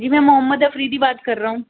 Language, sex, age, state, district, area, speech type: Hindi, female, 60+, Rajasthan, Jaipur, urban, conversation